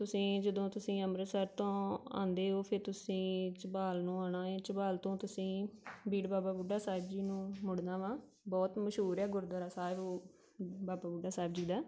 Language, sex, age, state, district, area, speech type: Punjabi, female, 30-45, Punjab, Tarn Taran, rural, spontaneous